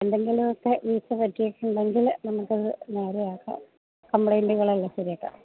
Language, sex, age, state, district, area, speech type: Malayalam, female, 30-45, Kerala, Idukki, rural, conversation